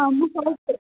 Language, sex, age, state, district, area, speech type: Kashmiri, female, 18-30, Jammu and Kashmir, Srinagar, urban, conversation